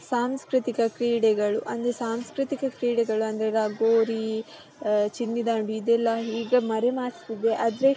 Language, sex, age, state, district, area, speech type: Kannada, female, 18-30, Karnataka, Udupi, rural, spontaneous